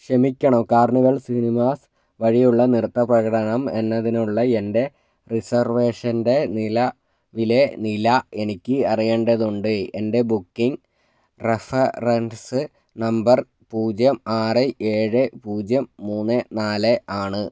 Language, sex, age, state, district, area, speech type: Malayalam, male, 18-30, Kerala, Wayanad, rural, read